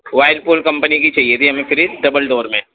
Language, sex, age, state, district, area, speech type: Urdu, male, 30-45, Uttar Pradesh, Gautam Buddha Nagar, rural, conversation